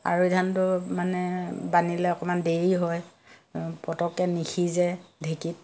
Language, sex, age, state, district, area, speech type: Assamese, female, 60+, Assam, Majuli, urban, spontaneous